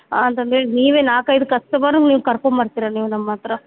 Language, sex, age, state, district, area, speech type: Kannada, female, 30-45, Karnataka, Bellary, rural, conversation